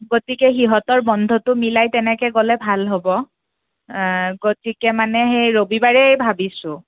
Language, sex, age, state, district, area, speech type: Assamese, female, 30-45, Assam, Kamrup Metropolitan, urban, conversation